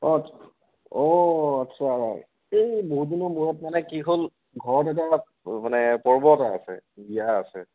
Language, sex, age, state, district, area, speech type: Assamese, male, 30-45, Assam, Kamrup Metropolitan, rural, conversation